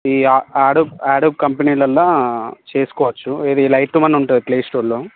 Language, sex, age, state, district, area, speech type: Telugu, male, 18-30, Telangana, Nirmal, rural, conversation